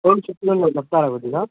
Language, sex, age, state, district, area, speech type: Telugu, male, 18-30, Andhra Pradesh, Palnadu, rural, conversation